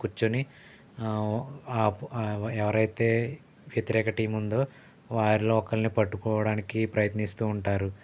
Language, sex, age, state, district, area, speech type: Telugu, male, 30-45, Andhra Pradesh, Konaseema, rural, spontaneous